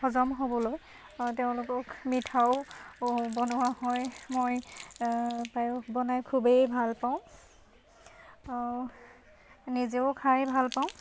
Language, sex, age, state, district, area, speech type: Assamese, female, 30-45, Assam, Sivasagar, rural, spontaneous